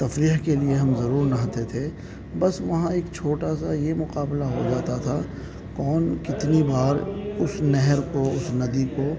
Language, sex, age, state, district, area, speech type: Urdu, male, 45-60, Delhi, South Delhi, urban, spontaneous